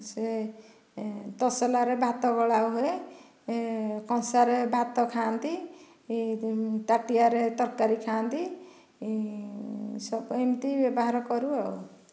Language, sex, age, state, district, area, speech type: Odia, female, 45-60, Odisha, Dhenkanal, rural, spontaneous